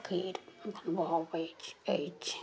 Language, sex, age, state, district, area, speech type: Maithili, female, 60+, Bihar, Samastipur, urban, spontaneous